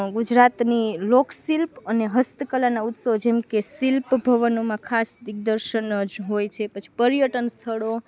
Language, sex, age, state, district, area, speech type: Gujarati, female, 30-45, Gujarat, Rajkot, rural, spontaneous